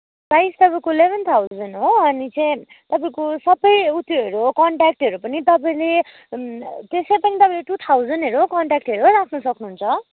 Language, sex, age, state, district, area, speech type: Nepali, female, 18-30, West Bengal, Kalimpong, rural, conversation